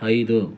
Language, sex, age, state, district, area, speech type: Kannada, male, 30-45, Karnataka, Mandya, rural, read